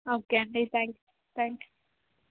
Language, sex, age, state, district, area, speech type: Telugu, female, 18-30, Telangana, Medak, urban, conversation